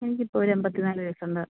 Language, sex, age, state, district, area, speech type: Malayalam, female, 30-45, Kerala, Pathanamthitta, urban, conversation